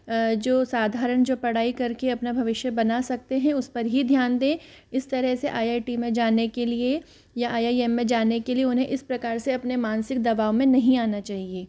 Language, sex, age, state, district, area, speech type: Hindi, female, 45-60, Rajasthan, Jaipur, urban, spontaneous